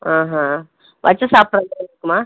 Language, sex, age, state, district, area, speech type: Tamil, female, 30-45, Tamil Nadu, Pudukkottai, rural, conversation